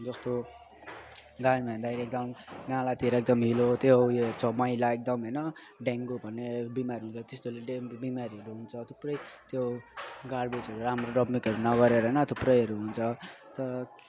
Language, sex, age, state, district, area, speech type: Nepali, male, 18-30, West Bengal, Alipurduar, urban, spontaneous